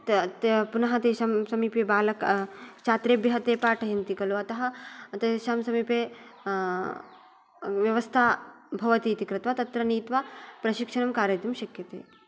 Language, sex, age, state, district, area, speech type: Sanskrit, female, 18-30, Karnataka, Belgaum, rural, spontaneous